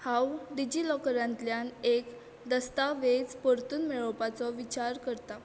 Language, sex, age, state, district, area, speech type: Goan Konkani, female, 18-30, Goa, Quepem, urban, read